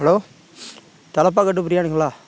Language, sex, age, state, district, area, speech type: Tamil, male, 30-45, Tamil Nadu, Tiruchirappalli, rural, spontaneous